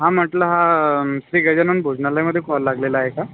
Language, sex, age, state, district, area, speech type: Marathi, male, 30-45, Maharashtra, Buldhana, urban, conversation